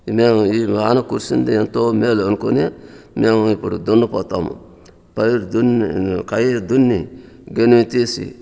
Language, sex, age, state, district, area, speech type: Telugu, male, 60+, Andhra Pradesh, Sri Balaji, rural, spontaneous